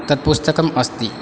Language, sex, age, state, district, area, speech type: Sanskrit, male, 18-30, Odisha, Balangir, rural, spontaneous